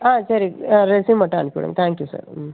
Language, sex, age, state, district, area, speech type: Tamil, female, 18-30, Tamil Nadu, Pudukkottai, rural, conversation